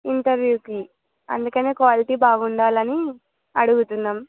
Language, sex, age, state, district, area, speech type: Telugu, female, 18-30, Telangana, Nizamabad, urban, conversation